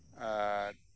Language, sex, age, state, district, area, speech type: Santali, male, 30-45, West Bengal, Birbhum, rural, spontaneous